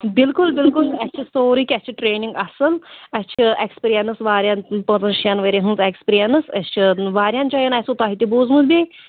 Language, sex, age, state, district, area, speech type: Kashmiri, female, 45-60, Jammu and Kashmir, Kulgam, rural, conversation